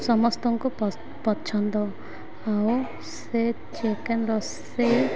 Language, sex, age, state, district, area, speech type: Odia, female, 30-45, Odisha, Malkangiri, urban, spontaneous